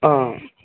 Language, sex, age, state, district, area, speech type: Malayalam, male, 18-30, Kerala, Kottayam, rural, conversation